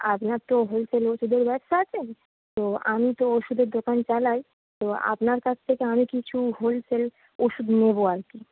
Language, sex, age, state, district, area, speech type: Bengali, female, 18-30, West Bengal, Darjeeling, urban, conversation